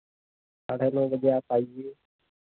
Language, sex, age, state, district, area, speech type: Hindi, male, 30-45, Uttar Pradesh, Lucknow, rural, conversation